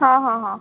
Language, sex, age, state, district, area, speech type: Marathi, female, 30-45, Maharashtra, Amravati, rural, conversation